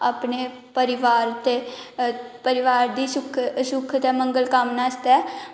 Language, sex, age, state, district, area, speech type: Dogri, female, 18-30, Jammu and Kashmir, Kathua, rural, spontaneous